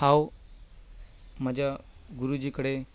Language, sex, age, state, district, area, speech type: Goan Konkani, male, 18-30, Goa, Bardez, urban, spontaneous